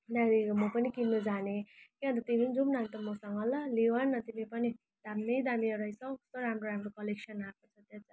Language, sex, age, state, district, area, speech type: Nepali, female, 30-45, West Bengal, Darjeeling, rural, spontaneous